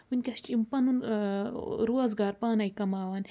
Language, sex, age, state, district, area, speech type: Kashmiri, female, 30-45, Jammu and Kashmir, Budgam, rural, spontaneous